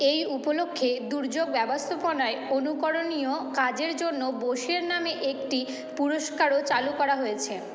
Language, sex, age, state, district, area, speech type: Bengali, female, 45-60, West Bengal, Purba Bardhaman, urban, read